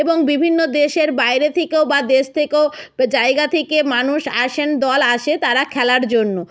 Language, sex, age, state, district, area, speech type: Bengali, female, 45-60, West Bengal, Purba Medinipur, rural, spontaneous